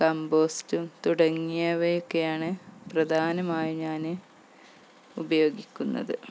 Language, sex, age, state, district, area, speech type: Malayalam, female, 30-45, Kerala, Malappuram, rural, spontaneous